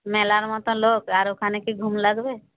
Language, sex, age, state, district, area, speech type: Bengali, female, 45-60, West Bengal, Jhargram, rural, conversation